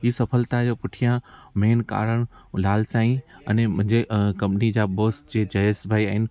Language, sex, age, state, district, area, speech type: Sindhi, male, 30-45, Gujarat, Junagadh, rural, spontaneous